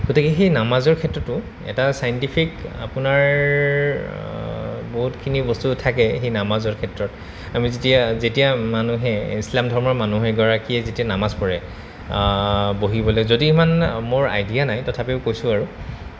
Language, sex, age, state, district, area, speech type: Assamese, male, 30-45, Assam, Goalpara, urban, spontaneous